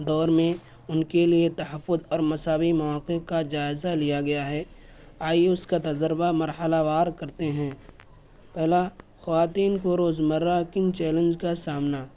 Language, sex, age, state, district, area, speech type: Urdu, male, 18-30, Uttar Pradesh, Balrampur, rural, spontaneous